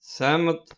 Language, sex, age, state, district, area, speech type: Punjabi, male, 60+, Punjab, Rupnagar, urban, read